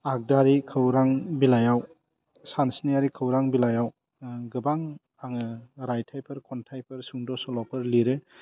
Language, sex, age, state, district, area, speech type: Bodo, male, 30-45, Assam, Udalguri, urban, spontaneous